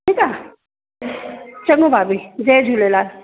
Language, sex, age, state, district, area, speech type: Sindhi, female, 30-45, Uttar Pradesh, Lucknow, urban, conversation